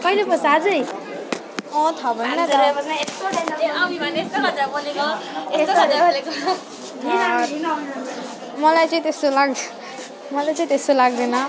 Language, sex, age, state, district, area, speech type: Nepali, female, 18-30, West Bengal, Alipurduar, urban, spontaneous